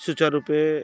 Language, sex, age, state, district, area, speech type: Odia, male, 30-45, Odisha, Jagatsinghpur, urban, spontaneous